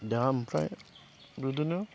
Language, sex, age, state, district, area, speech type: Bodo, male, 30-45, Assam, Chirang, rural, spontaneous